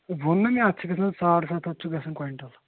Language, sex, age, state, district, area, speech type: Kashmiri, male, 18-30, Jammu and Kashmir, Anantnag, rural, conversation